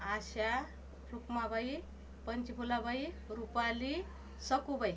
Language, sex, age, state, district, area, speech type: Marathi, female, 45-60, Maharashtra, Washim, rural, spontaneous